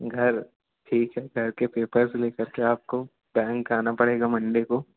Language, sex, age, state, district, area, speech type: Hindi, male, 30-45, Madhya Pradesh, Jabalpur, urban, conversation